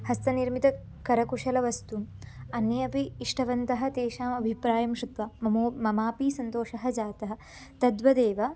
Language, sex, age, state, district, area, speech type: Sanskrit, female, 18-30, Karnataka, Belgaum, rural, spontaneous